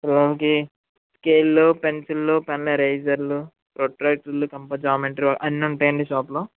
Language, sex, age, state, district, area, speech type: Telugu, male, 18-30, Andhra Pradesh, Eluru, urban, conversation